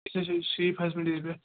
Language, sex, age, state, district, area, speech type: Kashmiri, male, 18-30, Jammu and Kashmir, Bandipora, rural, conversation